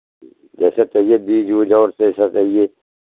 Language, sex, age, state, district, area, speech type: Hindi, male, 60+, Uttar Pradesh, Pratapgarh, rural, conversation